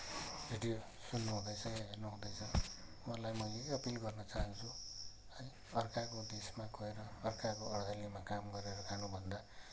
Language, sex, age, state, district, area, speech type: Nepali, male, 60+, West Bengal, Kalimpong, rural, spontaneous